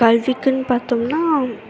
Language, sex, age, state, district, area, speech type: Tamil, female, 18-30, Tamil Nadu, Tirunelveli, rural, spontaneous